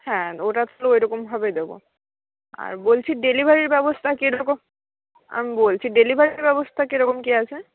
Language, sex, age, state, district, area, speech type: Bengali, female, 45-60, West Bengal, Nadia, urban, conversation